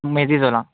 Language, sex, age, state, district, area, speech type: Assamese, male, 18-30, Assam, Dibrugarh, urban, conversation